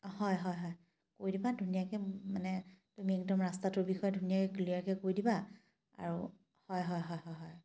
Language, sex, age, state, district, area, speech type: Assamese, female, 30-45, Assam, Charaideo, urban, spontaneous